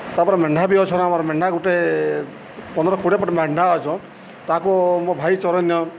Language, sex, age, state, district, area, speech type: Odia, male, 45-60, Odisha, Subarnapur, urban, spontaneous